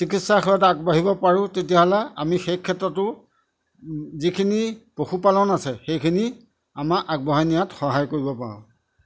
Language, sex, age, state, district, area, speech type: Assamese, male, 45-60, Assam, Majuli, rural, spontaneous